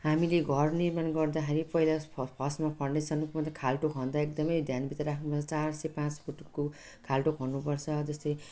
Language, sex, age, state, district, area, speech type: Nepali, female, 45-60, West Bengal, Jalpaiguri, rural, spontaneous